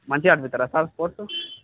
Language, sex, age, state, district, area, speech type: Telugu, male, 30-45, Andhra Pradesh, Visakhapatnam, rural, conversation